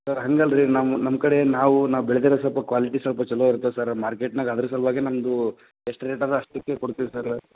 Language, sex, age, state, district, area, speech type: Kannada, male, 18-30, Karnataka, Raichur, urban, conversation